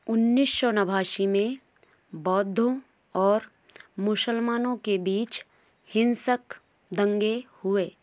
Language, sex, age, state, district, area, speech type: Hindi, female, 30-45, Madhya Pradesh, Balaghat, rural, read